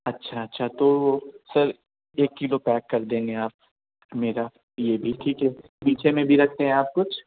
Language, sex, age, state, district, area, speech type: Urdu, male, 18-30, Delhi, South Delhi, urban, conversation